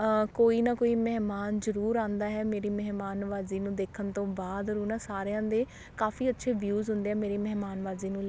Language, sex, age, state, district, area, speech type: Punjabi, female, 30-45, Punjab, Patiala, rural, spontaneous